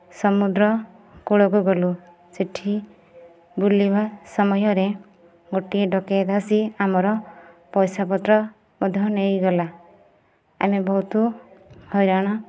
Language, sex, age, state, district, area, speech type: Odia, female, 30-45, Odisha, Nayagarh, rural, spontaneous